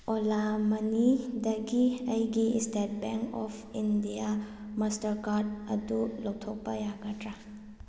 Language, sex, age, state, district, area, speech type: Manipuri, female, 18-30, Manipur, Kakching, rural, read